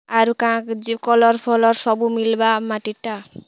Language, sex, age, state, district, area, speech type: Odia, female, 18-30, Odisha, Kalahandi, rural, spontaneous